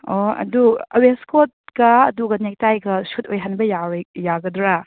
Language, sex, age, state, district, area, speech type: Manipuri, female, 30-45, Manipur, Chandel, rural, conversation